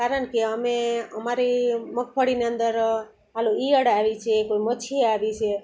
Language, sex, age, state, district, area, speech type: Gujarati, female, 60+, Gujarat, Junagadh, rural, spontaneous